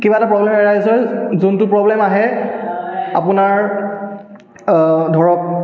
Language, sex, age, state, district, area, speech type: Assamese, male, 18-30, Assam, Charaideo, urban, spontaneous